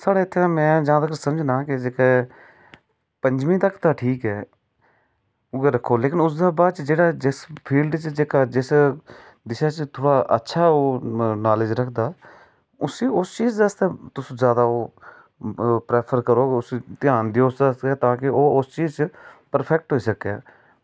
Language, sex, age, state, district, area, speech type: Dogri, male, 30-45, Jammu and Kashmir, Udhampur, rural, spontaneous